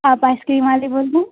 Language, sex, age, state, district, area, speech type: Urdu, female, 30-45, Uttar Pradesh, Lucknow, rural, conversation